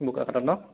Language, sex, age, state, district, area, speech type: Assamese, male, 18-30, Assam, Sonitpur, rural, conversation